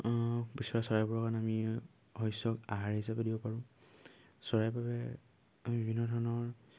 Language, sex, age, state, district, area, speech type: Assamese, male, 18-30, Assam, Dhemaji, rural, spontaneous